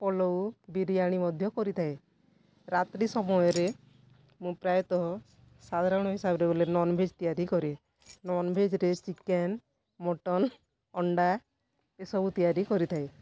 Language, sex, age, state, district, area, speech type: Odia, female, 45-60, Odisha, Kalahandi, rural, spontaneous